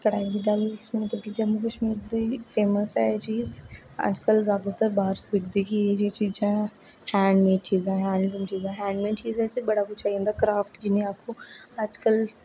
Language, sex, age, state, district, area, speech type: Dogri, female, 18-30, Jammu and Kashmir, Jammu, urban, spontaneous